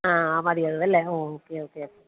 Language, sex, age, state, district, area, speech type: Malayalam, female, 30-45, Kerala, Alappuzha, rural, conversation